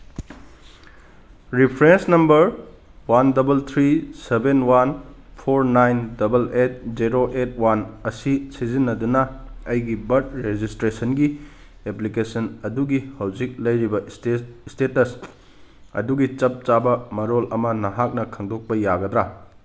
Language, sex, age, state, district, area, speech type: Manipuri, male, 30-45, Manipur, Kangpokpi, urban, read